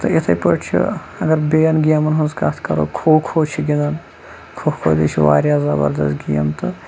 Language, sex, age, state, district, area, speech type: Kashmiri, male, 30-45, Jammu and Kashmir, Baramulla, rural, spontaneous